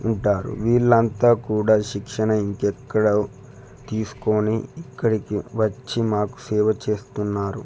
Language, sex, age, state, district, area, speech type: Telugu, male, 18-30, Telangana, Peddapalli, rural, spontaneous